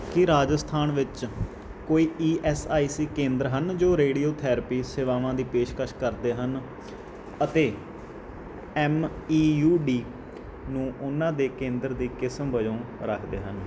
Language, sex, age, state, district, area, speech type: Punjabi, male, 18-30, Punjab, Mansa, rural, read